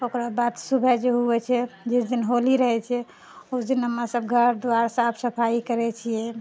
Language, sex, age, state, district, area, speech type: Maithili, female, 60+, Bihar, Purnia, urban, spontaneous